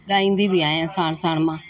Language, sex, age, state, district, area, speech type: Sindhi, female, 60+, Delhi, South Delhi, urban, spontaneous